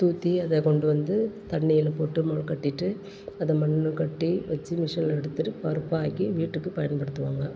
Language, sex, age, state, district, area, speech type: Tamil, female, 45-60, Tamil Nadu, Perambalur, urban, spontaneous